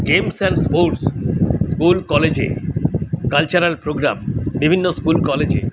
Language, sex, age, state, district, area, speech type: Bengali, male, 60+, West Bengal, Kolkata, urban, spontaneous